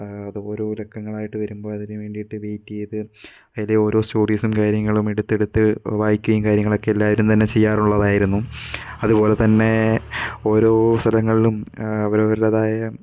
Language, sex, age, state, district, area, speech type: Malayalam, male, 18-30, Kerala, Kozhikode, rural, spontaneous